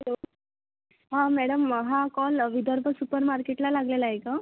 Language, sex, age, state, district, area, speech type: Marathi, female, 18-30, Maharashtra, Akola, rural, conversation